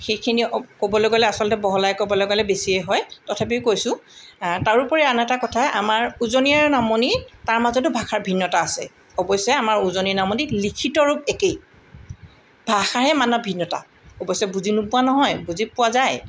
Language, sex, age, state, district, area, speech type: Assamese, female, 60+, Assam, Tinsukia, urban, spontaneous